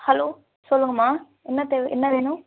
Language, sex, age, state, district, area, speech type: Tamil, female, 18-30, Tamil Nadu, Chennai, urban, conversation